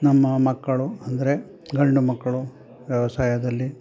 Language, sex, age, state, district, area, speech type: Kannada, male, 60+, Karnataka, Chikkamagaluru, rural, spontaneous